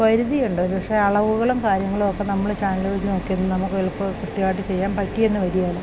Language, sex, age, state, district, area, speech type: Malayalam, female, 45-60, Kerala, Idukki, rural, spontaneous